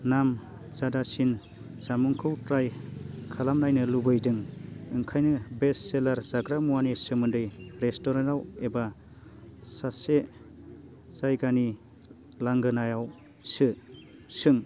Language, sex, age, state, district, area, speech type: Bodo, male, 30-45, Assam, Baksa, urban, spontaneous